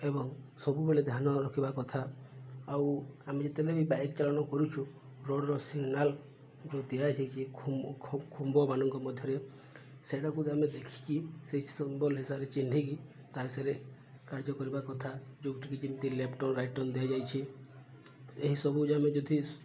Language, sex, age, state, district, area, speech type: Odia, male, 18-30, Odisha, Subarnapur, urban, spontaneous